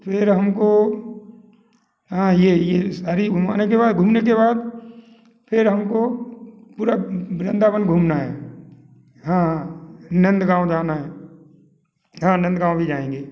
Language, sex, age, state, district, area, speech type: Hindi, male, 60+, Madhya Pradesh, Gwalior, rural, spontaneous